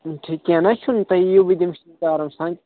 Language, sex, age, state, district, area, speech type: Kashmiri, male, 18-30, Jammu and Kashmir, Budgam, rural, conversation